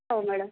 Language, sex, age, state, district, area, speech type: Marathi, female, 45-60, Maharashtra, Nanded, urban, conversation